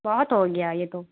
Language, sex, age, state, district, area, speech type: Urdu, female, 30-45, Bihar, Darbhanga, rural, conversation